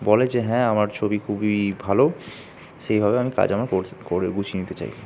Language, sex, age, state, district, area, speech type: Bengali, male, 60+, West Bengal, Purulia, urban, spontaneous